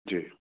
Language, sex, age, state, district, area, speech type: Urdu, male, 30-45, Delhi, Central Delhi, urban, conversation